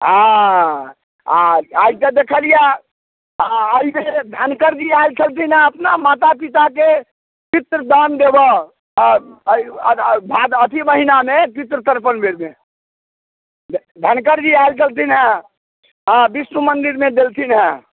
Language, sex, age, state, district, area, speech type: Maithili, male, 60+, Bihar, Muzaffarpur, rural, conversation